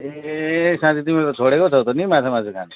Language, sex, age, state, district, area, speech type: Nepali, male, 45-60, West Bengal, Jalpaiguri, rural, conversation